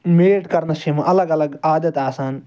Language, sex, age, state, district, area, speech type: Kashmiri, male, 45-60, Jammu and Kashmir, Ganderbal, urban, spontaneous